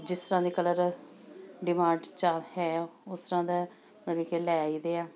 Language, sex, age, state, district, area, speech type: Punjabi, female, 45-60, Punjab, Amritsar, urban, spontaneous